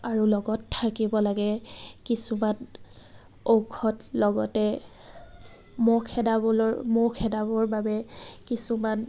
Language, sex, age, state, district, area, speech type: Assamese, female, 18-30, Assam, Dibrugarh, rural, spontaneous